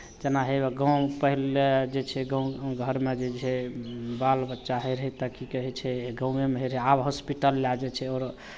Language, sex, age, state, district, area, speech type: Maithili, male, 30-45, Bihar, Madhepura, rural, spontaneous